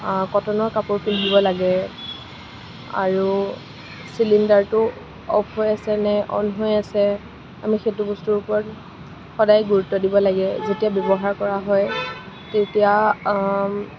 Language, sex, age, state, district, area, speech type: Assamese, female, 18-30, Assam, Kamrup Metropolitan, urban, spontaneous